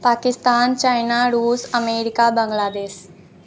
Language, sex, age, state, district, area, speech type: Maithili, female, 18-30, Bihar, Muzaffarpur, rural, spontaneous